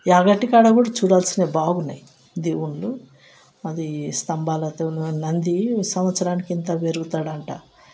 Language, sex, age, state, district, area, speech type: Telugu, female, 60+, Telangana, Hyderabad, urban, spontaneous